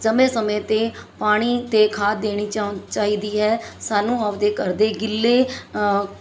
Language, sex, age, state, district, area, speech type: Punjabi, female, 30-45, Punjab, Mansa, urban, spontaneous